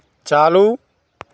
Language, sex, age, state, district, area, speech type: Hindi, male, 30-45, Rajasthan, Bharatpur, rural, read